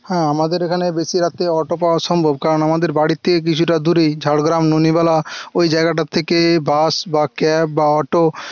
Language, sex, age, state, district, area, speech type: Bengali, male, 18-30, West Bengal, Jhargram, rural, spontaneous